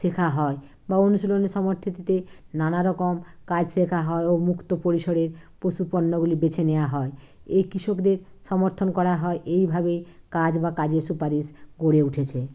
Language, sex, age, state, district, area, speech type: Bengali, female, 60+, West Bengal, Bankura, urban, spontaneous